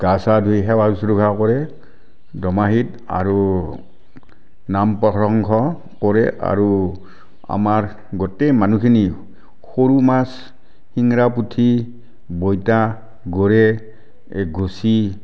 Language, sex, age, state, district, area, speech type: Assamese, male, 60+, Assam, Barpeta, rural, spontaneous